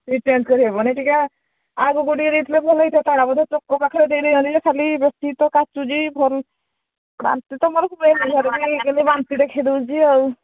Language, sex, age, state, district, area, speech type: Odia, female, 60+, Odisha, Angul, rural, conversation